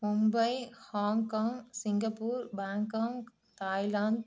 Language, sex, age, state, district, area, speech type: Tamil, female, 30-45, Tamil Nadu, Viluppuram, urban, spontaneous